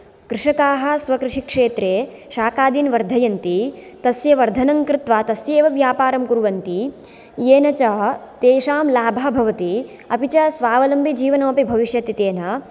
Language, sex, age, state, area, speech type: Sanskrit, female, 18-30, Gujarat, rural, spontaneous